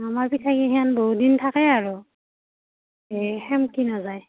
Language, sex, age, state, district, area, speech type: Assamese, female, 30-45, Assam, Darrang, rural, conversation